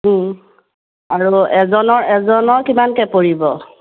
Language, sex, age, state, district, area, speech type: Assamese, female, 30-45, Assam, Biswanath, rural, conversation